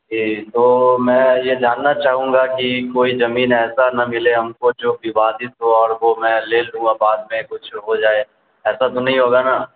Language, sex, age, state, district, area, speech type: Urdu, male, 18-30, Bihar, Darbhanga, rural, conversation